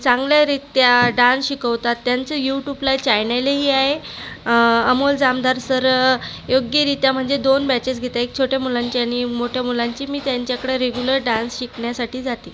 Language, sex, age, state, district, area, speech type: Marathi, female, 18-30, Maharashtra, Buldhana, rural, spontaneous